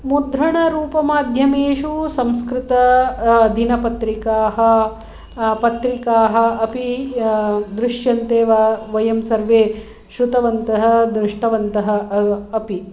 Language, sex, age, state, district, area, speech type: Sanskrit, female, 45-60, Karnataka, Hassan, rural, spontaneous